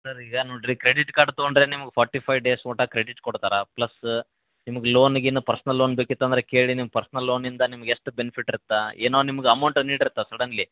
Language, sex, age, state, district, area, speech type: Kannada, male, 18-30, Karnataka, Koppal, rural, conversation